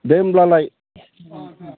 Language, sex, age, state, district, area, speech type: Bodo, male, 60+, Assam, Udalguri, rural, conversation